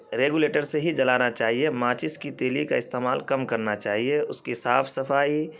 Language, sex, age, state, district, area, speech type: Urdu, male, 30-45, Bihar, Khagaria, rural, spontaneous